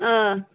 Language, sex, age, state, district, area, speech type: Kashmiri, female, 18-30, Jammu and Kashmir, Bandipora, rural, conversation